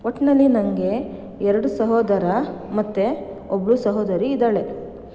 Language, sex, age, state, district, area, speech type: Kannada, female, 30-45, Karnataka, Shimoga, rural, spontaneous